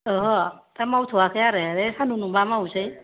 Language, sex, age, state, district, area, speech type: Bodo, female, 30-45, Assam, Kokrajhar, rural, conversation